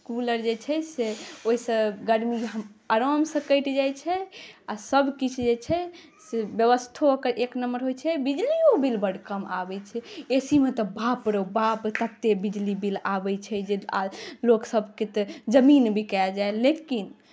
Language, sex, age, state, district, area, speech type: Maithili, female, 18-30, Bihar, Saharsa, urban, spontaneous